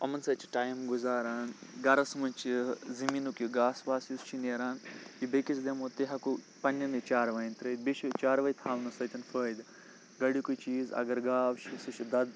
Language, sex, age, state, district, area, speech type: Kashmiri, male, 18-30, Jammu and Kashmir, Bandipora, rural, spontaneous